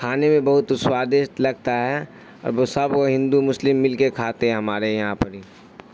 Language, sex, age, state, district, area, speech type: Urdu, male, 18-30, Bihar, Supaul, rural, spontaneous